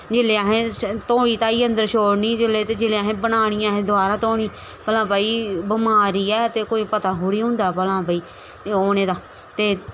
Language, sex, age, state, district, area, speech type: Dogri, female, 30-45, Jammu and Kashmir, Samba, urban, spontaneous